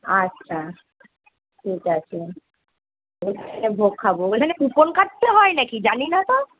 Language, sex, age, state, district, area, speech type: Bengali, female, 30-45, West Bengal, Kolkata, urban, conversation